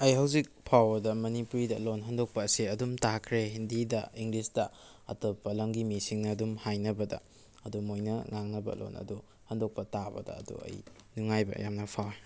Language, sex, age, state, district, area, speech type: Manipuri, male, 18-30, Manipur, Kakching, rural, spontaneous